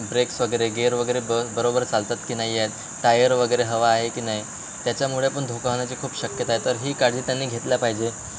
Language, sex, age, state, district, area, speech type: Marathi, male, 18-30, Maharashtra, Wardha, urban, spontaneous